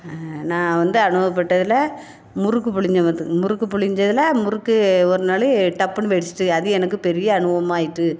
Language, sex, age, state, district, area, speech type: Tamil, female, 45-60, Tamil Nadu, Thoothukudi, urban, spontaneous